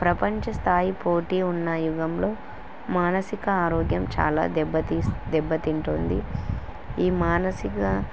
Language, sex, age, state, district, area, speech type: Telugu, female, 18-30, Andhra Pradesh, Kurnool, rural, spontaneous